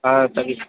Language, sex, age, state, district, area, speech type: Tamil, male, 18-30, Tamil Nadu, Madurai, rural, conversation